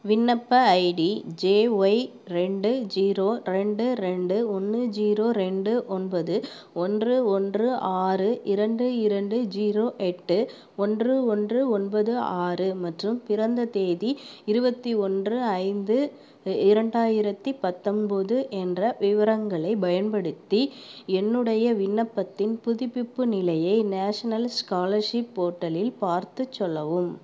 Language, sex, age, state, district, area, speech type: Tamil, female, 30-45, Tamil Nadu, Pudukkottai, urban, read